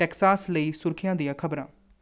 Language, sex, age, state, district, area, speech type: Punjabi, male, 18-30, Punjab, Gurdaspur, urban, read